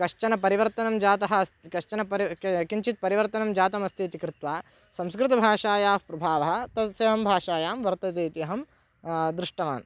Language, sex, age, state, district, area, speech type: Sanskrit, male, 18-30, Karnataka, Bagalkot, rural, spontaneous